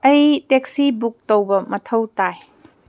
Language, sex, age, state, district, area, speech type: Manipuri, female, 30-45, Manipur, Kangpokpi, urban, read